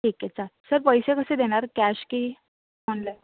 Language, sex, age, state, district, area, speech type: Marathi, female, 18-30, Maharashtra, Raigad, rural, conversation